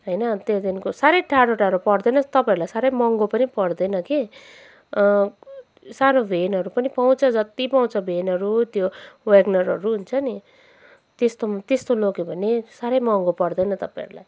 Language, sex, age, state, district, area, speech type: Nepali, female, 18-30, West Bengal, Kalimpong, rural, spontaneous